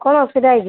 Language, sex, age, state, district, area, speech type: Odia, female, 45-60, Odisha, Sambalpur, rural, conversation